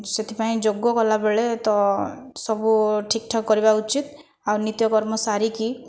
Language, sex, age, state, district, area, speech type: Odia, female, 30-45, Odisha, Kandhamal, rural, spontaneous